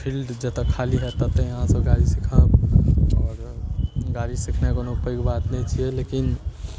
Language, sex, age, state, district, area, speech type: Maithili, male, 18-30, Bihar, Darbhanga, urban, spontaneous